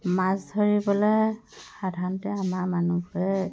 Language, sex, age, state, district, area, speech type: Assamese, female, 30-45, Assam, Dhemaji, urban, spontaneous